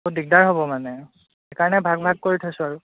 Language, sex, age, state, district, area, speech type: Assamese, male, 18-30, Assam, Golaghat, rural, conversation